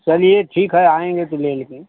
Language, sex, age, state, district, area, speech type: Hindi, male, 60+, Uttar Pradesh, Mau, urban, conversation